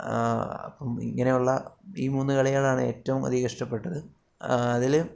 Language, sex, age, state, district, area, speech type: Malayalam, male, 18-30, Kerala, Alappuzha, rural, spontaneous